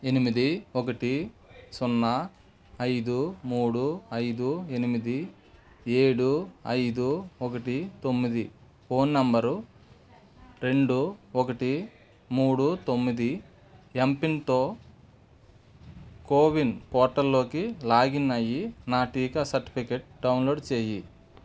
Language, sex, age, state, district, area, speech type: Telugu, male, 45-60, Andhra Pradesh, Eluru, rural, read